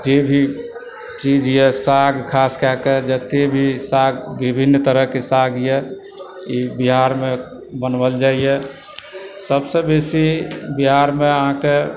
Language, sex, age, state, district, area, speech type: Maithili, male, 60+, Bihar, Supaul, urban, spontaneous